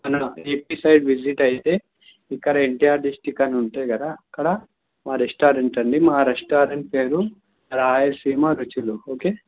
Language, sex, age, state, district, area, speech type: Telugu, male, 30-45, Andhra Pradesh, N T Rama Rao, rural, conversation